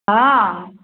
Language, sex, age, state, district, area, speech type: Maithili, female, 45-60, Bihar, Darbhanga, urban, conversation